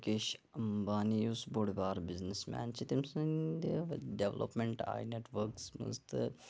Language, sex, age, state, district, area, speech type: Kashmiri, male, 18-30, Jammu and Kashmir, Bandipora, rural, spontaneous